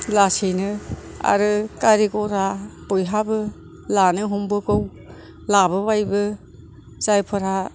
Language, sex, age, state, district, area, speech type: Bodo, female, 60+, Assam, Kokrajhar, rural, spontaneous